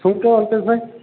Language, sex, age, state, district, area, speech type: Gujarati, male, 30-45, Gujarat, Narmada, rural, conversation